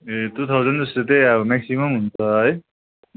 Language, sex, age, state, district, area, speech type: Nepali, male, 18-30, West Bengal, Kalimpong, rural, conversation